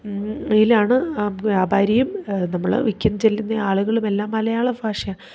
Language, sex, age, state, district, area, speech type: Malayalam, female, 30-45, Kerala, Idukki, rural, spontaneous